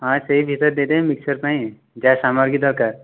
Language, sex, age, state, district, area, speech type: Odia, male, 30-45, Odisha, Jajpur, rural, conversation